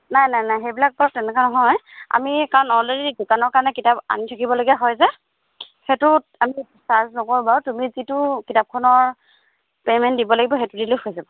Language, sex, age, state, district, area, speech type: Assamese, female, 18-30, Assam, Dhemaji, urban, conversation